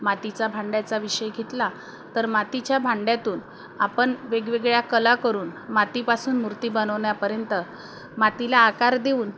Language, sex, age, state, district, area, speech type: Marathi, female, 45-60, Maharashtra, Wardha, urban, spontaneous